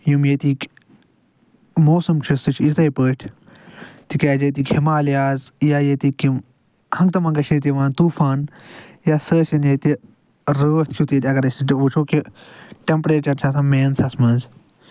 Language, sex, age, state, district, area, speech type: Kashmiri, male, 60+, Jammu and Kashmir, Ganderbal, urban, spontaneous